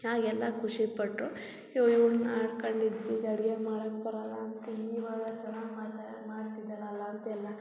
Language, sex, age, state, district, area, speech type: Kannada, female, 30-45, Karnataka, Hassan, urban, spontaneous